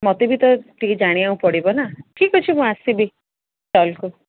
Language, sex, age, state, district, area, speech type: Odia, female, 45-60, Odisha, Sundergarh, rural, conversation